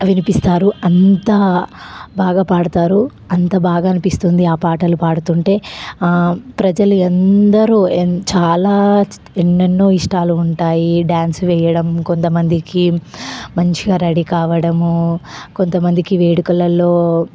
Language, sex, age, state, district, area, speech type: Telugu, female, 18-30, Telangana, Nalgonda, urban, spontaneous